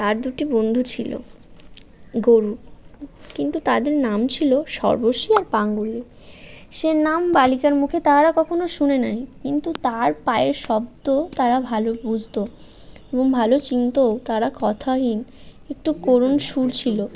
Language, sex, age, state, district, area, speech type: Bengali, female, 18-30, West Bengal, Birbhum, urban, spontaneous